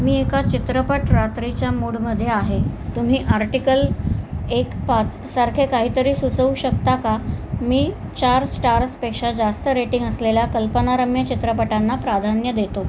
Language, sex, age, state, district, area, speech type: Marathi, female, 45-60, Maharashtra, Thane, rural, read